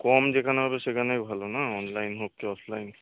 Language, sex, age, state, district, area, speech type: Bengali, male, 30-45, West Bengal, Kolkata, urban, conversation